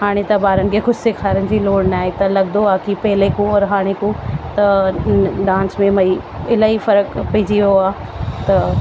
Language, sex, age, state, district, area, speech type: Sindhi, female, 30-45, Delhi, South Delhi, urban, spontaneous